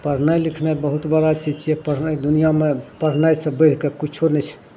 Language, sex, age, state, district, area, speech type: Maithili, male, 45-60, Bihar, Madhepura, rural, spontaneous